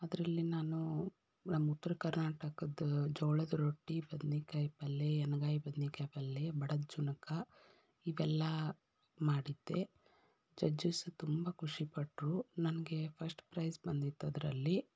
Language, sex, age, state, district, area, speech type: Kannada, female, 30-45, Karnataka, Davanagere, urban, spontaneous